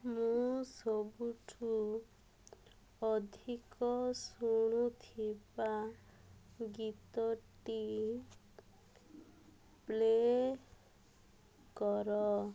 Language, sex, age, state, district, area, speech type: Odia, female, 30-45, Odisha, Rayagada, rural, read